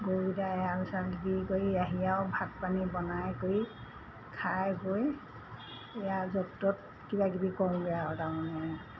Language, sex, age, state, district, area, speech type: Assamese, female, 60+, Assam, Golaghat, urban, spontaneous